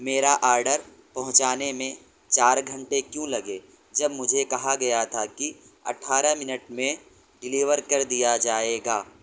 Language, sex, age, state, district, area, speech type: Urdu, male, 18-30, Delhi, North West Delhi, urban, read